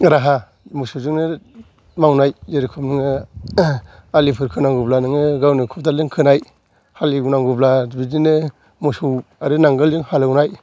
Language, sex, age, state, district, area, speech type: Bodo, male, 45-60, Assam, Kokrajhar, urban, spontaneous